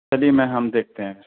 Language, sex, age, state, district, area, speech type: Urdu, male, 18-30, Delhi, Central Delhi, rural, conversation